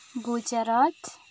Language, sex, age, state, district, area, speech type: Malayalam, female, 30-45, Kerala, Kozhikode, rural, spontaneous